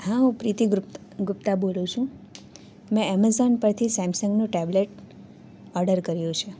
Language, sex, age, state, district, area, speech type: Gujarati, female, 18-30, Gujarat, Surat, rural, spontaneous